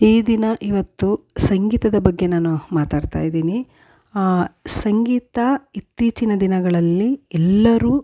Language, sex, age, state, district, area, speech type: Kannada, female, 45-60, Karnataka, Mysore, urban, spontaneous